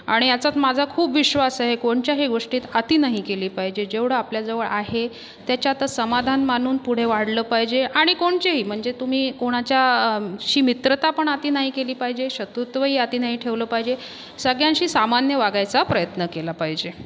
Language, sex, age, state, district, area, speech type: Marathi, female, 30-45, Maharashtra, Buldhana, rural, spontaneous